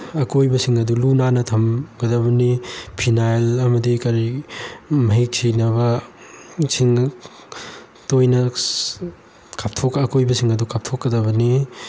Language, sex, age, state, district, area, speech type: Manipuri, male, 18-30, Manipur, Bishnupur, rural, spontaneous